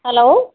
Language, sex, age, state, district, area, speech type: Assamese, female, 60+, Assam, Charaideo, urban, conversation